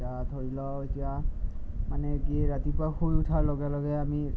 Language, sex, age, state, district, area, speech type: Assamese, male, 18-30, Assam, Morigaon, rural, spontaneous